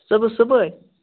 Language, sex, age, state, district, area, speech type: Kashmiri, male, 18-30, Jammu and Kashmir, Bandipora, rural, conversation